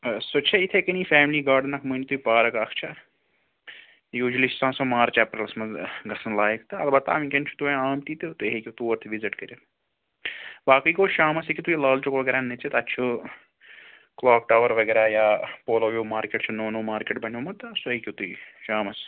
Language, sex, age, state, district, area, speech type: Kashmiri, male, 30-45, Jammu and Kashmir, Srinagar, urban, conversation